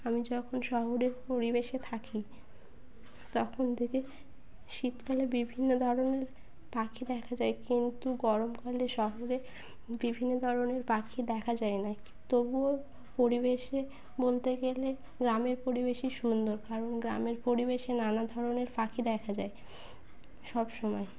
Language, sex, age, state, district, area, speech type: Bengali, female, 18-30, West Bengal, Birbhum, urban, spontaneous